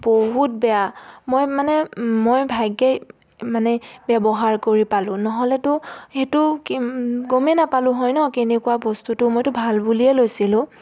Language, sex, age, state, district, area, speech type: Assamese, female, 18-30, Assam, Biswanath, rural, spontaneous